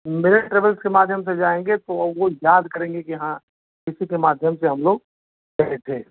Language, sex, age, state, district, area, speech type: Hindi, male, 60+, Uttar Pradesh, Azamgarh, rural, conversation